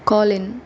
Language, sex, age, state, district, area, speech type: Tamil, female, 18-30, Tamil Nadu, Tiruvannamalai, urban, spontaneous